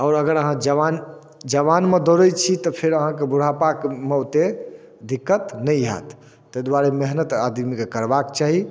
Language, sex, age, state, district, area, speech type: Maithili, male, 30-45, Bihar, Darbhanga, rural, spontaneous